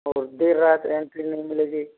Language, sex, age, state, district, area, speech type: Hindi, male, 45-60, Rajasthan, Karauli, rural, conversation